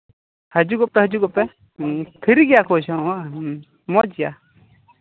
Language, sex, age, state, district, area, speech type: Santali, male, 18-30, West Bengal, Malda, rural, conversation